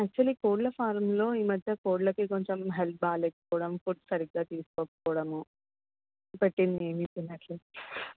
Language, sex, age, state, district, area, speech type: Telugu, female, 18-30, Telangana, Medchal, urban, conversation